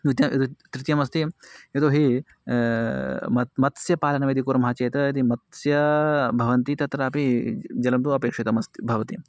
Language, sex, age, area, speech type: Sanskrit, male, 18-30, rural, spontaneous